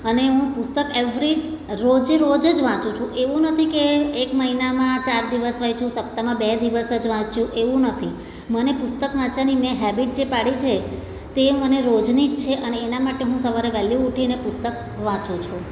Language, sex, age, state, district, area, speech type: Gujarati, female, 45-60, Gujarat, Surat, urban, spontaneous